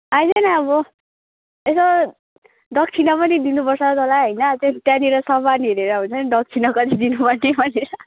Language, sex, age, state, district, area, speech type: Nepali, female, 18-30, West Bengal, Kalimpong, rural, conversation